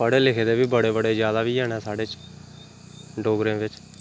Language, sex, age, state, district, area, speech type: Dogri, male, 30-45, Jammu and Kashmir, Reasi, rural, spontaneous